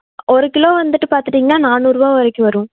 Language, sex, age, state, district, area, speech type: Tamil, female, 18-30, Tamil Nadu, Erode, rural, conversation